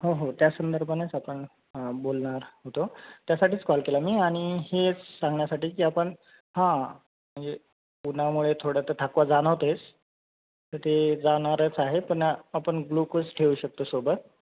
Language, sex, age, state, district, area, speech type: Marathi, male, 30-45, Maharashtra, Nanded, rural, conversation